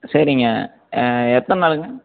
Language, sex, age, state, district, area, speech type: Tamil, male, 18-30, Tamil Nadu, Erode, urban, conversation